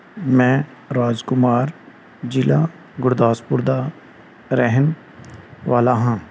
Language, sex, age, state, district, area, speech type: Punjabi, male, 30-45, Punjab, Gurdaspur, rural, spontaneous